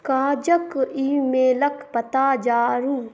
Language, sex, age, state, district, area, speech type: Maithili, female, 30-45, Bihar, Saharsa, rural, read